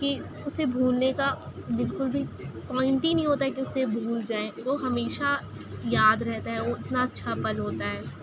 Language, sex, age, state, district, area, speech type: Urdu, female, 18-30, Delhi, Central Delhi, rural, spontaneous